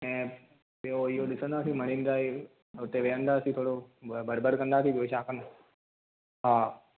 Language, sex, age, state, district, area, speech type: Sindhi, male, 18-30, Maharashtra, Thane, urban, conversation